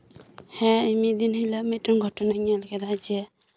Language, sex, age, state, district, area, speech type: Santali, female, 18-30, West Bengal, Birbhum, rural, spontaneous